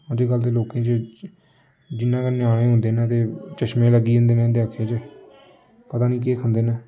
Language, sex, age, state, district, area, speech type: Dogri, male, 18-30, Jammu and Kashmir, Samba, urban, spontaneous